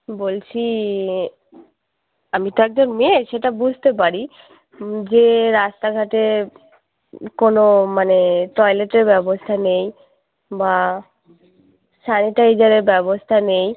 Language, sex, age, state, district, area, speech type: Bengali, female, 18-30, West Bengal, Uttar Dinajpur, urban, conversation